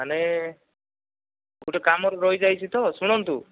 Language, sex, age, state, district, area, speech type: Odia, male, 45-60, Odisha, Kandhamal, rural, conversation